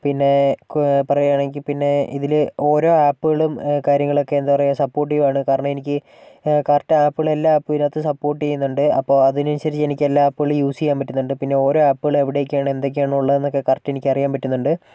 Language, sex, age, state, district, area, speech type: Malayalam, female, 18-30, Kerala, Wayanad, rural, spontaneous